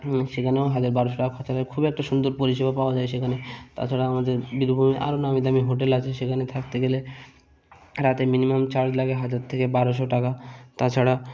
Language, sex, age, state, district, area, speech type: Bengali, male, 45-60, West Bengal, Birbhum, urban, spontaneous